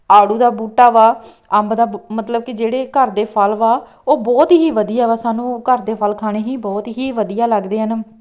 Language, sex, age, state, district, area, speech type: Punjabi, female, 30-45, Punjab, Tarn Taran, rural, spontaneous